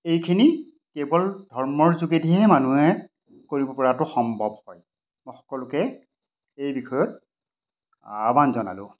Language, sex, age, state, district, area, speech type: Assamese, male, 60+, Assam, Majuli, urban, spontaneous